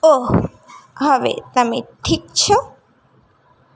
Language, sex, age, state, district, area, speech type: Gujarati, female, 18-30, Gujarat, Ahmedabad, urban, read